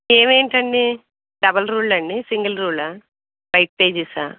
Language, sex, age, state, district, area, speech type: Telugu, female, 60+, Andhra Pradesh, Eluru, urban, conversation